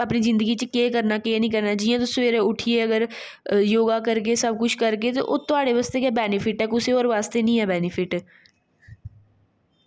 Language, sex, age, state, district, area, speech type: Dogri, female, 18-30, Jammu and Kashmir, Jammu, urban, spontaneous